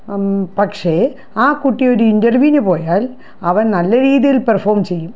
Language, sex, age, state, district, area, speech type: Malayalam, female, 60+, Kerala, Thiruvananthapuram, rural, spontaneous